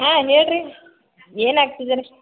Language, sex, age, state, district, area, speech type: Kannada, female, 60+, Karnataka, Belgaum, urban, conversation